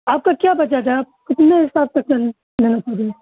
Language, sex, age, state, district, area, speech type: Urdu, male, 30-45, Bihar, Supaul, rural, conversation